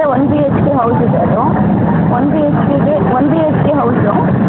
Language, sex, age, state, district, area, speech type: Kannada, female, 30-45, Karnataka, Hassan, urban, conversation